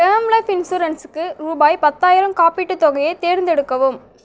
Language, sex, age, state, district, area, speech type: Tamil, female, 18-30, Tamil Nadu, Cuddalore, rural, read